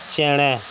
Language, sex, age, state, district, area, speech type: Santali, male, 30-45, West Bengal, Birbhum, rural, read